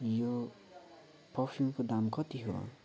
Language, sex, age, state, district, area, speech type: Nepali, male, 60+, West Bengal, Kalimpong, rural, spontaneous